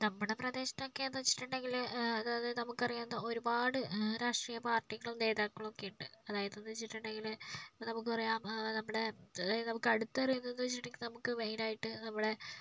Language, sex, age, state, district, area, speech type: Malayalam, male, 30-45, Kerala, Kozhikode, urban, spontaneous